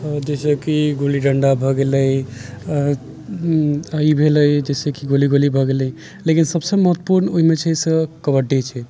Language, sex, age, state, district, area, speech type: Maithili, male, 18-30, Bihar, Sitamarhi, rural, spontaneous